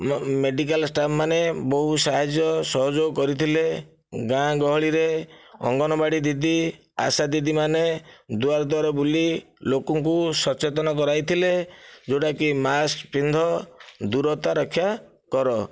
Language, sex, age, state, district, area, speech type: Odia, male, 60+, Odisha, Nayagarh, rural, spontaneous